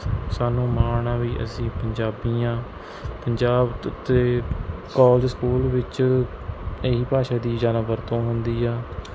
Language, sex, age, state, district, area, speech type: Punjabi, male, 18-30, Punjab, Mohali, rural, spontaneous